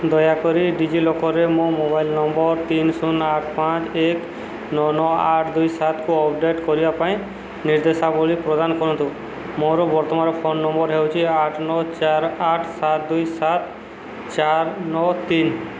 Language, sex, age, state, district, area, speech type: Odia, male, 45-60, Odisha, Subarnapur, urban, read